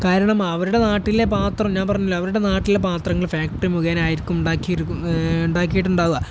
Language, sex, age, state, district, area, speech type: Malayalam, male, 18-30, Kerala, Malappuram, rural, spontaneous